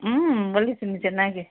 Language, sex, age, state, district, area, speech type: Kannada, female, 60+, Karnataka, Kolar, rural, conversation